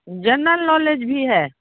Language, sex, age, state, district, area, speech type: Hindi, female, 45-60, Bihar, Darbhanga, rural, conversation